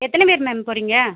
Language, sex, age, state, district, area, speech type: Tamil, female, 30-45, Tamil Nadu, Pudukkottai, rural, conversation